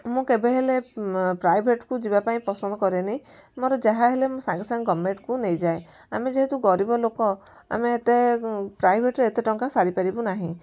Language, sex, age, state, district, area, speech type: Odia, female, 18-30, Odisha, Kendujhar, urban, spontaneous